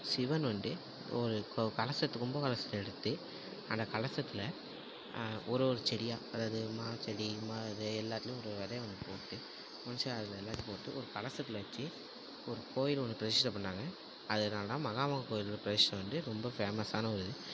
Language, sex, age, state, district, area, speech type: Tamil, male, 18-30, Tamil Nadu, Tiruvarur, urban, spontaneous